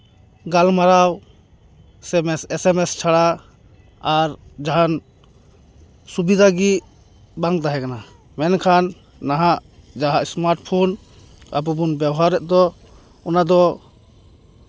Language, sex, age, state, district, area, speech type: Santali, male, 30-45, West Bengal, Paschim Bardhaman, rural, spontaneous